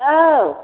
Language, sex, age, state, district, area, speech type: Bodo, female, 45-60, Assam, Chirang, rural, conversation